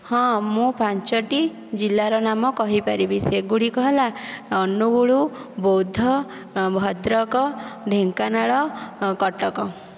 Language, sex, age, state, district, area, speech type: Odia, female, 60+, Odisha, Dhenkanal, rural, spontaneous